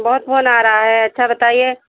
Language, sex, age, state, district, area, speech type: Hindi, female, 60+, Uttar Pradesh, Sitapur, rural, conversation